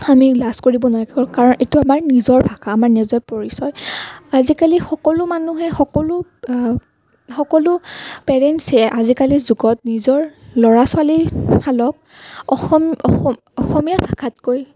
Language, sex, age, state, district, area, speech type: Assamese, female, 18-30, Assam, Nalbari, rural, spontaneous